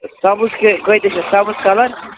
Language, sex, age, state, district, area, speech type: Kashmiri, male, 18-30, Jammu and Kashmir, Kupwara, rural, conversation